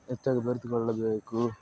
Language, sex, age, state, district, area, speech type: Kannada, male, 18-30, Karnataka, Udupi, rural, spontaneous